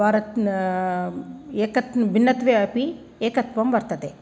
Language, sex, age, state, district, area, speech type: Sanskrit, female, 60+, Tamil Nadu, Thanjavur, urban, spontaneous